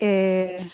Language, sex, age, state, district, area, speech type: Bodo, female, 30-45, Assam, Kokrajhar, rural, conversation